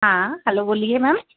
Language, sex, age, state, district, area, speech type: Hindi, female, 30-45, Madhya Pradesh, Bhopal, urban, conversation